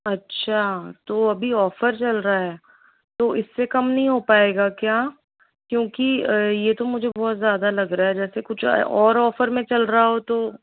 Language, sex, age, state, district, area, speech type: Hindi, female, 45-60, Rajasthan, Jaipur, urban, conversation